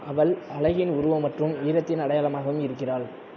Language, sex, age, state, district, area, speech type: Tamil, male, 30-45, Tamil Nadu, Sivaganga, rural, read